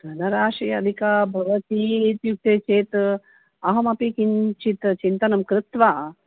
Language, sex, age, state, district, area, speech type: Sanskrit, female, 45-60, Karnataka, Dakshina Kannada, urban, conversation